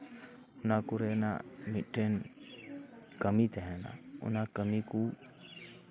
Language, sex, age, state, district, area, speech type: Santali, male, 30-45, West Bengal, Paschim Bardhaman, rural, spontaneous